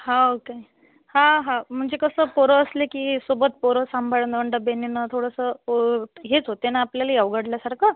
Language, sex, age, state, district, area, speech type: Marathi, female, 45-60, Maharashtra, Amravati, rural, conversation